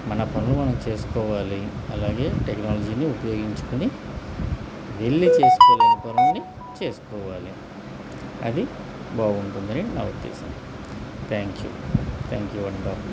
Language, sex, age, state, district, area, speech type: Telugu, male, 30-45, Andhra Pradesh, Anakapalli, rural, spontaneous